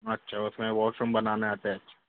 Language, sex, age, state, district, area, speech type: Hindi, male, 60+, Rajasthan, Jaipur, urban, conversation